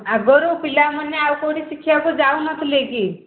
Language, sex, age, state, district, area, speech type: Odia, female, 45-60, Odisha, Gajapati, rural, conversation